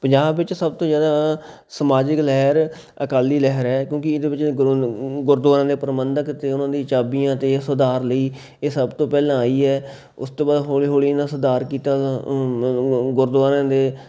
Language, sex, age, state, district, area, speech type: Punjabi, male, 30-45, Punjab, Shaheed Bhagat Singh Nagar, urban, spontaneous